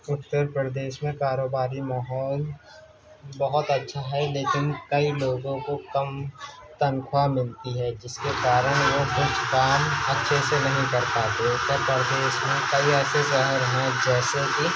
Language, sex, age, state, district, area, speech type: Urdu, male, 18-30, Uttar Pradesh, Gautam Buddha Nagar, urban, spontaneous